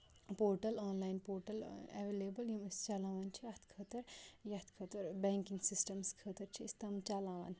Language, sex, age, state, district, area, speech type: Kashmiri, female, 18-30, Jammu and Kashmir, Kupwara, rural, spontaneous